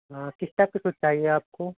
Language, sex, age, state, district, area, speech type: Hindi, male, 30-45, Madhya Pradesh, Balaghat, rural, conversation